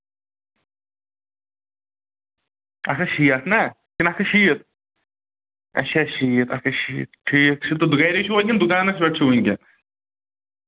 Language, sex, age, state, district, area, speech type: Kashmiri, male, 30-45, Jammu and Kashmir, Anantnag, rural, conversation